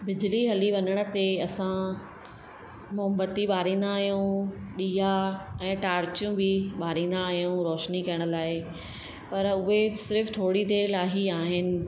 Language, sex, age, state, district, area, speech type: Sindhi, female, 30-45, Madhya Pradesh, Katni, urban, spontaneous